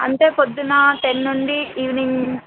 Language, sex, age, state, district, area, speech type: Telugu, female, 18-30, Telangana, Hyderabad, urban, conversation